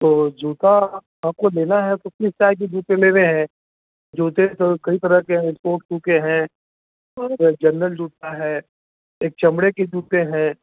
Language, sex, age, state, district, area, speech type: Hindi, male, 60+, Uttar Pradesh, Azamgarh, rural, conversation